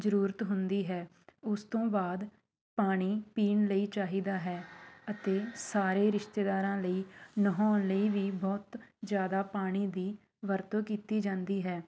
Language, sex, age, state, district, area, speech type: Punjabi, female, 30-45, Punjab, Shaheed Bhagat Singh Nagar, urban, spontaneous